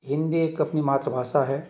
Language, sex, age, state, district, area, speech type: Hindi, male, 30-45, Madhya Pradesh, Ujjain, urban, spontaneous